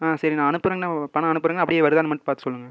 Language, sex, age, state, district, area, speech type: Tamil, male, 18-30, Tamil Nadu, Erode, rural, spontaneous